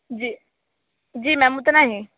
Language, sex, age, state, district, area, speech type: Hindi, female, 18-30, Uttar Pradesh, Sonbhadra, rural, conversation